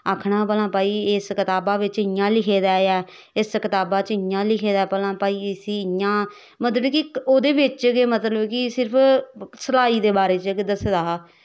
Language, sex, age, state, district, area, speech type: Dogri, female, 30-45, Jammu and Kashmir, Samba, urban, spontaneous